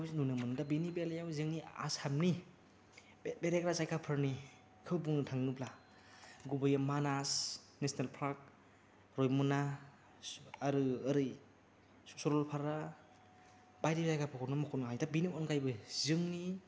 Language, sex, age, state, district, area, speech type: Bodo, male, 18-30, Assam, Kokrajhar, rural, spontaneous